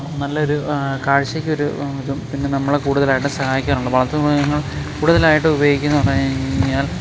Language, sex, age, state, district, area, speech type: Malayalam, male, 30-45, Kerala, Alappuzha, rural, spontaneous